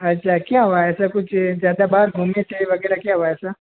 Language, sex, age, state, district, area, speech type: Hindi, male, 30-45, Rajasthan, Jodhpur, urban, conversation